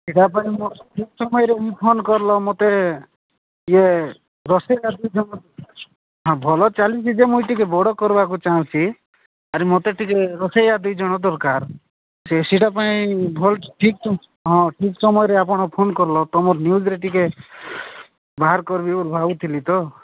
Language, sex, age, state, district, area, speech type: Odia, male, 45-60, Odisha, Nabarangpur, rural, conversation